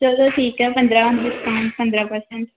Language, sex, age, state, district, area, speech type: Punjabi, female, 18-30, Punjab, Hoshiarpur, rural, conversation